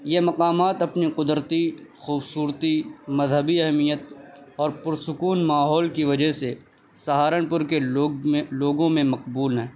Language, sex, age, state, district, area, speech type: Urdu, male, 18-30, Uttar Pradesh, Saharanpur, urban, spontaneous